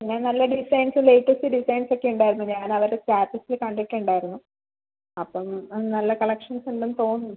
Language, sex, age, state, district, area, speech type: Malayalam, female, 18-30, Kerala, Kasaragod, rural, conversation